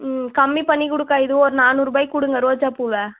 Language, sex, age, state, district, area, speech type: Tamil, female, 18-30, Tamil Nadu, Tiruvannamalai, rural, conversation